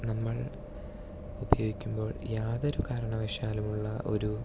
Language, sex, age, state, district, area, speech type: Malayalam, male, 18-30, Kerala, Malappuram, rural, spontaneous